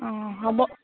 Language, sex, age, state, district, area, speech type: Assamese, female, 30-45, Assam, Lakhimpur, rural, conversation